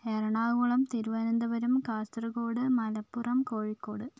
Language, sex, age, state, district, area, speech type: Malayalam, other, 30-45, Kerala, Kozhikode, urban, spontaneous